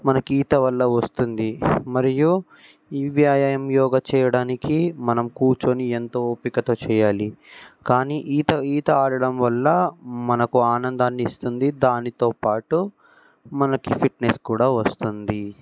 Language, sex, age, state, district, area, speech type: Telugu, male, 18-30, Telangana, Ranga Reddy, urban, spontaneous